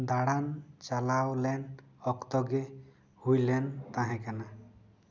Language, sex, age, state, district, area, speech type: Santali, male, 18-30, West Bengal, Bankura, rural, spontaneous